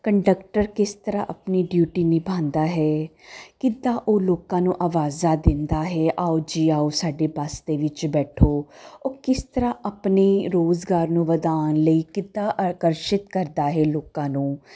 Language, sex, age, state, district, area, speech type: Punjabi, female, 30-45, Punjab, Jalandhar, urban, spontaneous